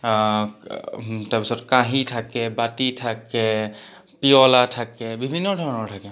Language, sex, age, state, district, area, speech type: Assamese, male, 18-30, Assam, Charaideo, urban, spontaneous